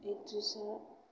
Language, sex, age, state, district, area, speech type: Bodo, female, 45-60, Assam, Kokrajhar, rural, spontaneous